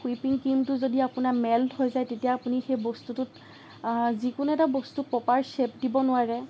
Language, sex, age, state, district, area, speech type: Assamese, female, 18-30, Assam, Lakhimpur, rural, spontaneous